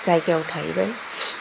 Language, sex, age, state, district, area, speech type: Bodo, male, 60+, Assam, Kokrajhar, urban, spontaneous